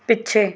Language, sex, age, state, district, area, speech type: Punjabi, female, 30-45, Punjab, Pathankot, rural, read